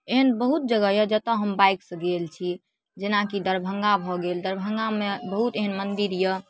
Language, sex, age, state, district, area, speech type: Maithili, female, 18-30, Bihar, Darbhanga, rural, spontaneous